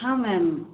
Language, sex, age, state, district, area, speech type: Kannada, female, 18-30, Karnataka, Kolar, rural, conversation